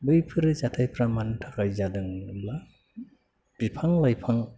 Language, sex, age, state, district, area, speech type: Bodo, male, 30-45, Assam, Chirang, urban, spontaneous